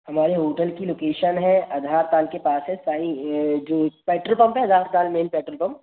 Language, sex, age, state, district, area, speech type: Hindi, male, 18-30, Madhya Pradesh, Jabalpur, urban, conversation